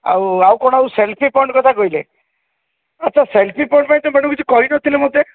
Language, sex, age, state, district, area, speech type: Odia, male, 60+, Odisha, Koraput, urban, conversation